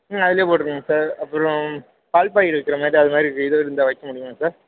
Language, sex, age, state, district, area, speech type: Tamil, male, 18-30, Tamil Nadu, Perambalur, urban, conversation